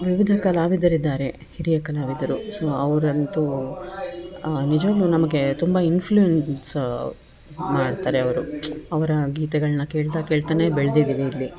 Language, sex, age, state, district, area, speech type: Kannada, female, 30-45, Karnataka, Bellary, rural, spontaneous